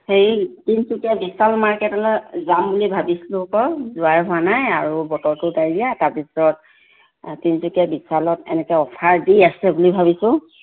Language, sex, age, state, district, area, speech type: Assamese, female, 30-45, Assam, Tinsukia, urban, conversation